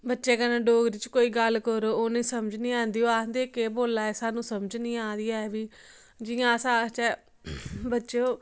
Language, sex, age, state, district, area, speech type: Dogri, female, 18-30, Jammu and Kashmir, Samba, rural, spontaneous